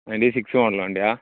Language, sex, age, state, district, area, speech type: Malayalam, male, 18-30, Kerala, Wayanad, rural, conversation